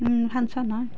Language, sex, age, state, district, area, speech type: Assamese, female, 30-45, Assam, Nalbari, rural, spontaneous